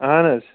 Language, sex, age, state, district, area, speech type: Kashmiri, male, 18-30, Jammu and Kashmir, Kulgam, rural, conversation